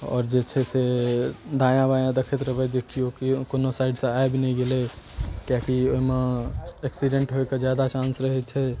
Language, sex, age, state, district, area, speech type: Maithili, male, 18-30, Bihar, Darbhanga, urban, spontaneous